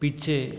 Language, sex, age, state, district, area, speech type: Hindi, male, 18-30, Rajasthan, Jodhpur, urban, read